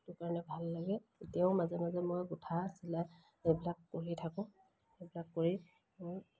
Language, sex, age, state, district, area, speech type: Assamese, female, 30-45, Assam, Kamrup Metropolitan, urban, spontaneous